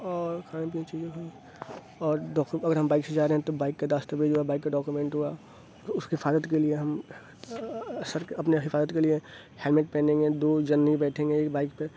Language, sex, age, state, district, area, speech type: Urdu, male, 30-45, Uttar Pradesh, Aligarh, rural, spontaneous